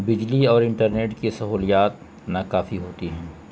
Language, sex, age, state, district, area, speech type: Urdu, male, 45-60, Bihar, Gaya, rural, spontaneous